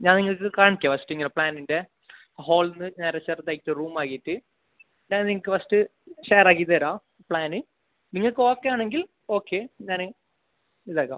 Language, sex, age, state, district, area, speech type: Malayalam, male, 18-30, Kerala, Kasaragod, urban, conversation